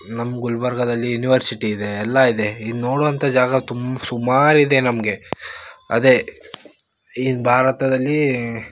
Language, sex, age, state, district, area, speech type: Kannada, male, 18-30, Karnataka, Gulbarga, urban, spontaneous